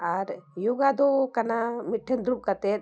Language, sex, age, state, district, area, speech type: Santali, female, 45-60, Jharkhand, Bokaro, rural, spontaneous